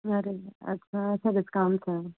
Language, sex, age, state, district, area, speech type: Hindi, female, 30-45, Madhya Pradesh, Ujjain, urban, conversation